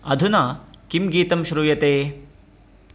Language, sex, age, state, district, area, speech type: Sanskrit, male, 30-45, Karnataka, Dakshina Kannada, rural, read